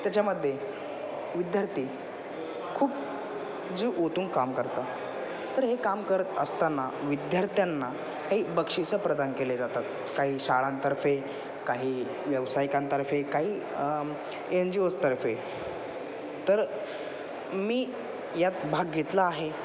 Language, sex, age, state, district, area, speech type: Marathi, male, 18-30, Maharashtra, Ahmednagar, rural, spontaneous